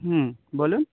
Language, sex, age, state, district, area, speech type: Bengali, male, 30-45, West Bengal, Birbhum, urban, conversation